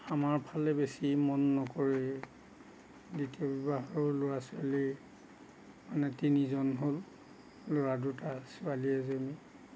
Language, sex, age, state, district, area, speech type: Assamese, male, 60+, Assam, Nagaon, rural, spontaneous